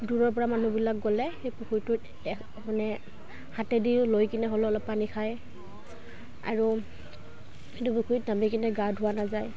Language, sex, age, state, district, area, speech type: Assamese, female, 18-30, Assam, Udalguri, rural, spontaneous